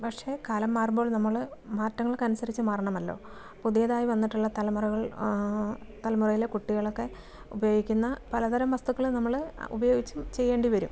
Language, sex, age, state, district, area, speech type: Malayalam, female, 45-60, Kerala, Kasaragod, urban, spontaneous